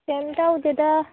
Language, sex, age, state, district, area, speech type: Manipuri, female, 30-45, Manipur, Tengnoupal, rural, conversation